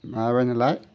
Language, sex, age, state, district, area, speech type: Bodo, male, 60+, Assam, Udalguri, rural, spontaneous